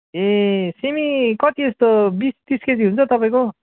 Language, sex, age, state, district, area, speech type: Nepali, male, 18-30, West Bengal, Kalimpong, rural, conversation